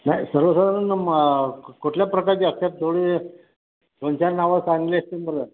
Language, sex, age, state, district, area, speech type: Marathi, male, 60+, Maharashtra, Satara, rural, conversation